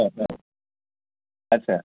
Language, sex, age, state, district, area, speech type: Bodo, male, 30-45, Assam, Chirang, rural, conversation